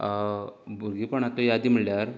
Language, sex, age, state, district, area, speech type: Goan Konkani, male, 30-45, Goa, Canacona, rural, spontaneous